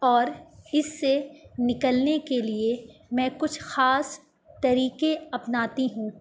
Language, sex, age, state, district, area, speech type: Urdu, female, 18-30, Bihar, Gaya, urban, spontaneous